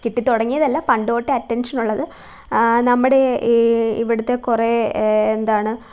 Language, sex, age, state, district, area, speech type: Malayalam, female, 18-30, Kerala, Alappuzha, rural, spontaneous